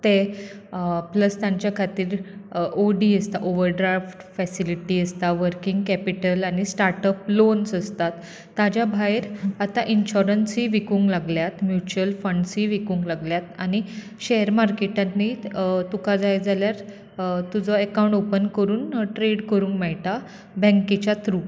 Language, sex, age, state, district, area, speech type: Goan Konkani, female, 30-45, Goa, Bardez, urban, spontaneous